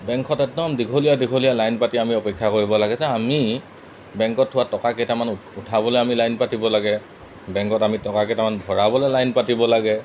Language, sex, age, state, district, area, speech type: Assamese, male, 30-45, Assam, Golaghat, rural, spontaneous